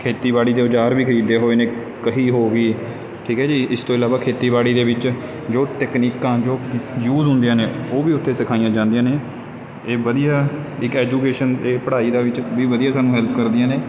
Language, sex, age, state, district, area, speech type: Punjabi, male, 18-30, Punjab, Kapurthala, rural, spontaneous